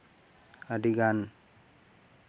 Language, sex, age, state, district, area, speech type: Santali, male, 30-45, West Bengal, Bankura, rural, spontaneous